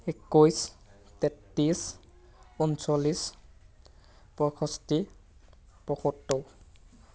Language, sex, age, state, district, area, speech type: Assamese, male, 18-30, Assam, Lakhimpur, rural, spontaneous